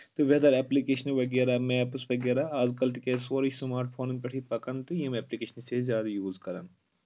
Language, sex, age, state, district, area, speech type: Kashmiri, male, 18-30, Jammu and Kashmir, Kulgam, urban, spontaneous